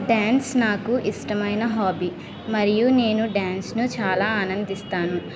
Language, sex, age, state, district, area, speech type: Telugu, female, 30-45, Andhra Pradesh, Kakinada, urban, spontaneous